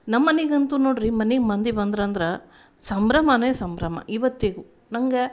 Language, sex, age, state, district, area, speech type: Kannada, female, 45-60, Karnataka, Gulbarga, urban, spontaneous